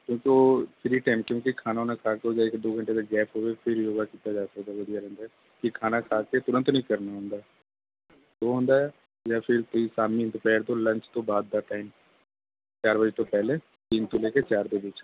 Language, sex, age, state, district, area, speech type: Punjabi, male, 30-45, Punjab, Kapurthala, urban, conversation